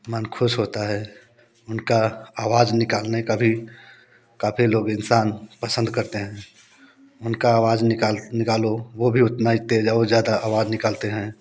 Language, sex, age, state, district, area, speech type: Hindi, male, 30-45, Uttar Pradesh, Prayagraj, rural, spontaneous